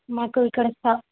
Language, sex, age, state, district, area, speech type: Telugu, female, 18-30, Telangana, Hyderabad, urban, conversation